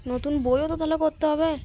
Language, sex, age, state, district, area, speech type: Bengali, female, 30-45, West Bengal, Cooch Behar, urban, spontaneous